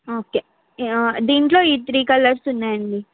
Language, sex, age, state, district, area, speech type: Telugu, female, 30-45, Andhra Pradesh, N T Rama Rao, urban, conversation